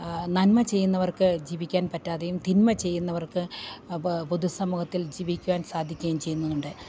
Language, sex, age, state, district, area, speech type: Malayalam, female, 45-60, Kerala, Idukki, rural, spontaneous